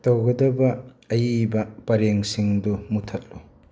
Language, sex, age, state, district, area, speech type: Manipuri, male, 30-45, Manipur, Tengnoupal, urban, read